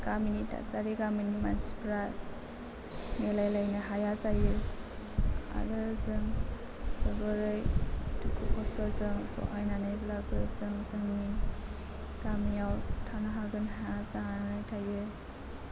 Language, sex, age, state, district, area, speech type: Bodo, female, 18-30, Assam, Chirang, rural, spontaneous